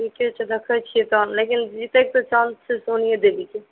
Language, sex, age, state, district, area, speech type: Maithili, female, 18-30, Bihar, Saharsa, urban, conversation